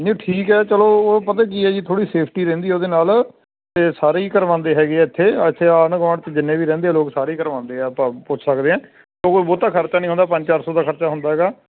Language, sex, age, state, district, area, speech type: Punjabi, male, 45-60, Punjab, Sangrur, urban, conversation